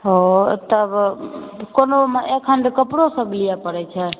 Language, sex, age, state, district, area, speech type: Maithili, female, 45-60, Bihar, Supaul, urban, conversation